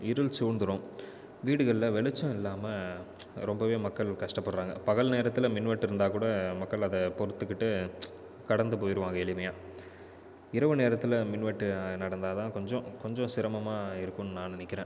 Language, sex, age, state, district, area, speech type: Tamil, male, 18-30, Tamil Nadu, Viluppuram, urban, spontaneous